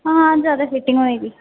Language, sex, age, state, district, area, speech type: Dogri, female, 18-30, Jammu and Kashmir, Udhampur, rural, conversation